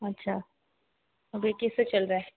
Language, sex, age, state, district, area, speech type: Hindi, female, 18-30, Bihar, Madhepura, rural, conversation